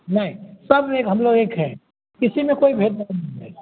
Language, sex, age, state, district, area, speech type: Hindi, male, 60+, Bihar, Madhepura, urban, conversation